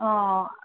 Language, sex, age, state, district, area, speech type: Kannada, female, 18-30, Karnataka, Mandya, urban, conversation